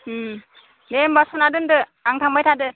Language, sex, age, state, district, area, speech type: Bodo, female, 18-30, Assam, Udalguri, urban, conversation